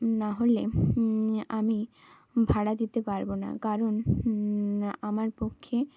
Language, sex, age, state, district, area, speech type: Bengali, female, 30-45, West Bengal, Bankura, urban, spontaneous